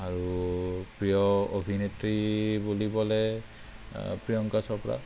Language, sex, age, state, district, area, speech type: Assamese, male, 30-45, Assam, Kamrup Metropolitan, urban, spontaneous